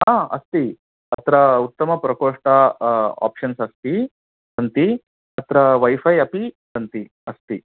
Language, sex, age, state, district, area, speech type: Sanskrit, male, 30-45, Karnataka, Bangalore Urban, urban, conversation